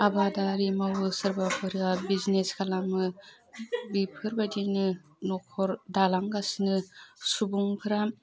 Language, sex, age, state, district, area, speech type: Bodo, female, 30-45, Assam, Udalguri, urban, spontaneous